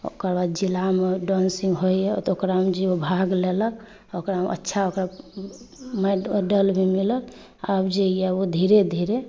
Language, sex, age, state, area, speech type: Maithili, female, 30-45, Jharkhand, urban, spontaneous